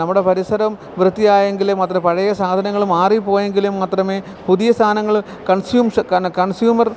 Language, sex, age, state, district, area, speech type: Malayalam, male, 45-60, Kerala, Alappuzha, rural, spontaneous